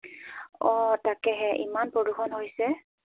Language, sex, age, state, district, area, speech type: Assamese, female, 18-30, Assam, Dibrugarh, rural, conversation